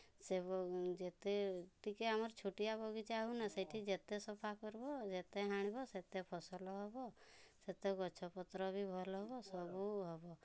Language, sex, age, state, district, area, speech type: Odia, female, 45-60, Odisha, Mayurbhanj, rural, spontaneous